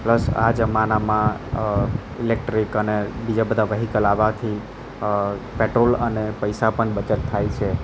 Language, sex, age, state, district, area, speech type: Gujarati, male, 30-45, Gujarat, Valsad, rural, spontaneous